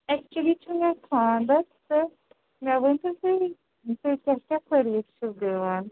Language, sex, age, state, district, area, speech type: Kashmiri, female, 45-60, Jammu and Kashmir, Srinagar, urban, conversation